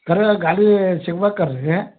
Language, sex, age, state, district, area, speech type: Kannada, male, 45-60, Karnataka, Belgaum, rural, conversation